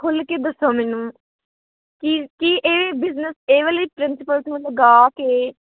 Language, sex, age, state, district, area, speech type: Punjabi, female, 45-60, Punjab, Moga, rural, conversation